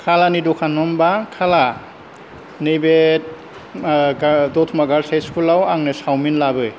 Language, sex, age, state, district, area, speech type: Bodo, male, 60+, Assam, Kokrajhar, rural, spontaneous